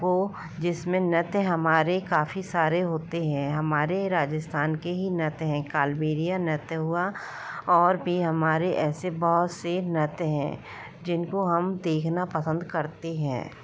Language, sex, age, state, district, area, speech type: Hindi, female, 30-45, Rajasthan, Jaipur, urban, spontaneous